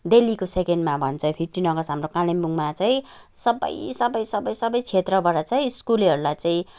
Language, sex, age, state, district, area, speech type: Nepali, female, 45-60, West Bengal, Kalimpong, rural, spontaneous